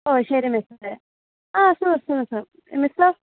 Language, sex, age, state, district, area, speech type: Malayalam, female, 18-30, Kerala, Pathanamthitta, rural, conversation